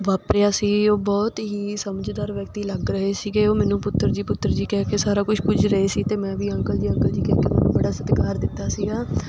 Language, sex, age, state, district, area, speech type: Punjabi, female, 18-30, Punjab, Fatehgarh Sahib, rural, spontaneous